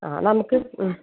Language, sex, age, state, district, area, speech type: Malayalam, female, 30-45, Kerala, Malappuram, rural, conversation